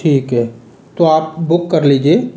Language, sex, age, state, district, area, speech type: Hindi, male, 18-30, Rajasthan, Jaipur, urban, spontaneous